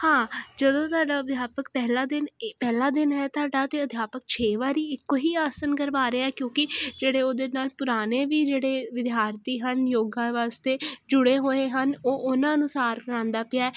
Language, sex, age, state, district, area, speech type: Punjabi, female, 18-30, Punjab, Kapurthala, urban, spontaneous